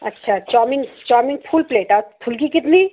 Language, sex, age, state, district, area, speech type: Hindi, female, 45-60, Uttar Pradesh, Azamgarh, rural, conversation